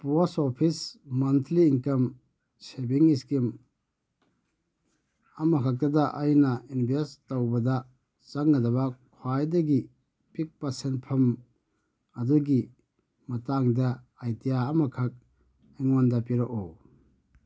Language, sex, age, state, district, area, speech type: Manipuri, male, 45-60, Manipur, Churachandpur, rural, read